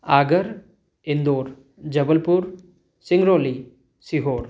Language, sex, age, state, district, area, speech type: Hindi, male, 18-30, Madhya Pradesh, Ujjain, urban, spontaneous